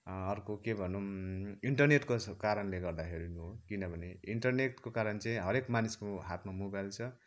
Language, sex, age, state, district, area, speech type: Nepali, male, 30-45, West Bengal, Kalimpong, rural, spontaneous